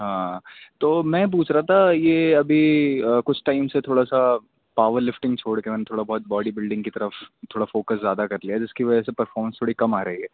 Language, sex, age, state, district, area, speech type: Urdu, male, 18-30, Uttar Pradesh, Rampur, urban, conversation